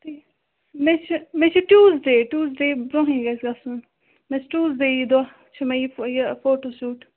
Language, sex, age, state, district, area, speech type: Kashmiri, female, 30-45, Jammu and Kashmir, Budgam, rural, conversation